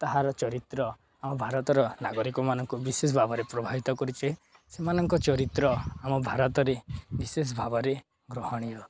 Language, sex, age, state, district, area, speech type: Odia, male, 18-30, Odisha, Balangir, urban, spontaneous